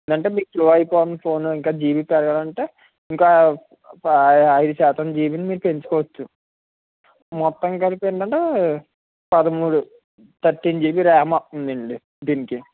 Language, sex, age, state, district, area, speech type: Telugu, male, 60+, Andhra Pradesh, East Godavari, rural, conversation